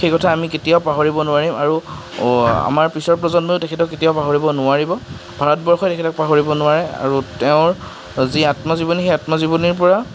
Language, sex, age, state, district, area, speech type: Assamese, male, 60+, Assam, Darrang, rural, spontaneous